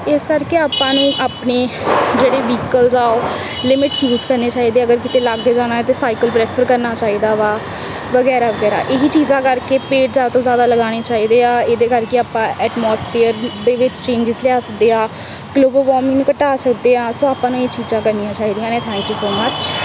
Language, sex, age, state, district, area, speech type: Punjabi, female, 18-30, Punjab, Tarn Taran, urban, spontaneous